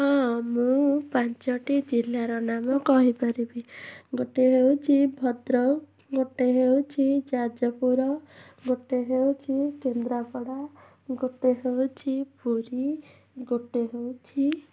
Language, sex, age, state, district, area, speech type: Odia, female, 18-30, Odisha, Bhadrak, rural, spontaneous